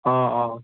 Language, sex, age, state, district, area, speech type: Assamese, male, 18-30, Assam, Nalbari, rural, conversation